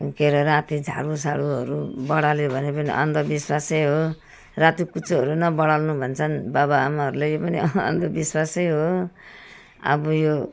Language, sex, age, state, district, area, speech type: Nepali, female, 60+, West Bengal, Darjeeling, urban, spontaneous